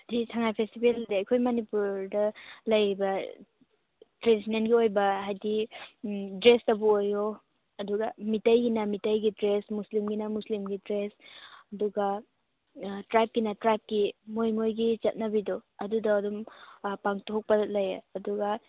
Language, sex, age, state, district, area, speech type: Manipuri, female, 18-30, Manipur, Churachandpur, rural, conversation